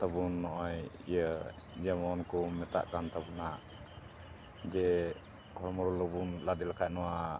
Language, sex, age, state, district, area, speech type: Santali, male, 45-60, West Bengal, Dakshin Dinajpur, rural, spontaneous